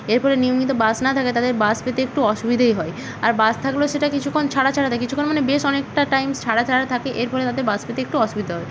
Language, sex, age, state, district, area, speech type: Bengali, female, 30-45, West Bengal, Nadia, rural, spontaneous